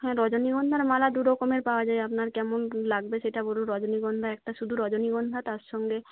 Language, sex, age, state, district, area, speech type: Bengali, female, 30-45, West Bengal, Jhargram, rural, conversation